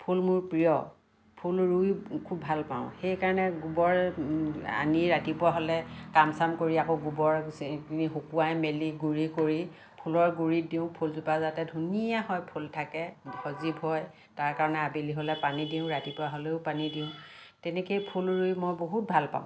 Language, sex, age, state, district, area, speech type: Assamese, female, 60+, Assam, Lakhimpur, urban, spontaneous